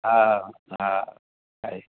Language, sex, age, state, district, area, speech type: Sindhi, male, 60+, Maharashtra, Mumbai Suburban, urban, conversation